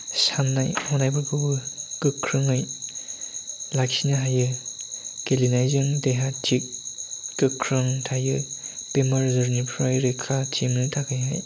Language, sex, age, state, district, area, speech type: Bodo, male, 30-45, Assam, Chirang, rural, spontaneous